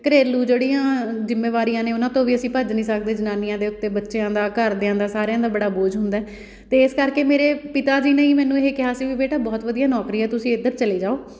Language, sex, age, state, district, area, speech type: Punjabi, female, 30-45, Punjab, Fatehgarh Sahib, urban, spontaneous